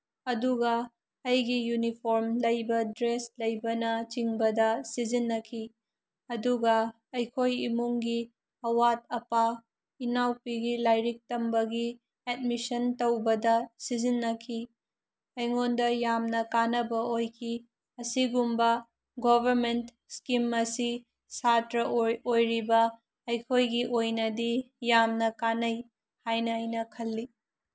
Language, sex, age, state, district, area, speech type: Manipuri, female, 18-30, Manipur, Tengnoupal, rural, spontaneous